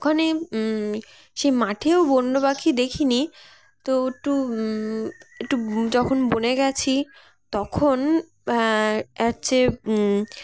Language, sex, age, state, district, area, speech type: Bengali, female, 18-30, West Bengal, Uttar Dinajpur, urban, spontaneous